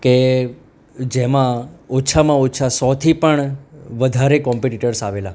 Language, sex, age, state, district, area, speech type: Gujarati, male, 30-45, Gujarat, Anand, urban, spontaneous